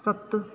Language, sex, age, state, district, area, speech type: Sindhi, female, 30-45, Maharashtra, Thane, urban, read